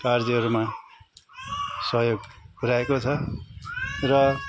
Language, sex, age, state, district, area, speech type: Nepali, male, 45-60, West Bengal, Jalpaiguri, urban, spontaneous